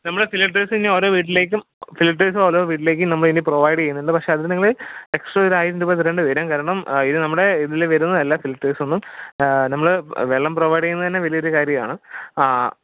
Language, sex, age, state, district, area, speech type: Malayalam, male, 18-30, Kerala, Pathanamthitta, rural, conversation